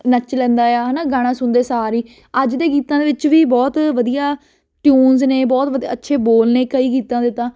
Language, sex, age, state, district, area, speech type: Punjabi, female, 18-30, Punjab, Ludhiana, urban, spontaneous